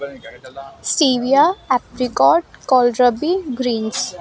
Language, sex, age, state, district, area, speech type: Punjabi, female, 18-30, Punjab, Kapurthala, urban, spontaneous